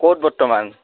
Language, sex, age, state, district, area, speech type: Assamese, male, 18-30, Assam, Udalguri, urban, conversation